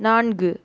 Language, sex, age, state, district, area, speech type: Tamil, female, 18-30, Tamil Nadu, Erode, rural, read